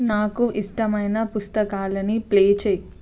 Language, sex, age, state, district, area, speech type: Telugu, female, 18-30, Telangana, Medchal, urban, read